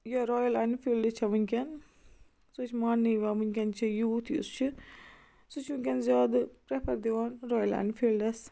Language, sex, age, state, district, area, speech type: Kashmiri, female, 45-60, Jammu and Kashmir, Baramulla, rural, spontaneous